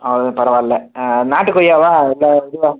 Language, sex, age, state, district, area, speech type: Tamil, male, 18-30, Tamil Nadu, Pudukkottai, rural, conversation